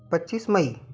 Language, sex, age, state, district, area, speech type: Hindi, male, 45-60, Madhya Pradesh, Balaghat, rural, spontaneous